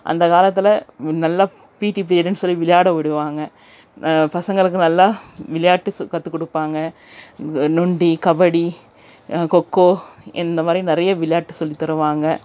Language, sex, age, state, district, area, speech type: Tamil, female, 30-45, Tamil Nadu, Krishnagiri, rural, spontaneous